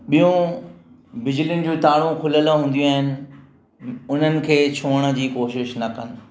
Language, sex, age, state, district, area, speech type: Sindhi, male, 45-60, Maharashtra, Mumbai Suburban, urban, spontaneous